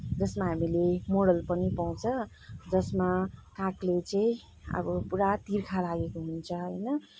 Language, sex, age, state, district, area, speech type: Nepali, female, 30-45, West Bengal, Kalimpong, rural, spontaneous